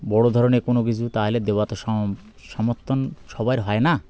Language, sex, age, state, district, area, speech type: Bengali, male, 30-45, West Bengal, Birbhum, urban, spontaneous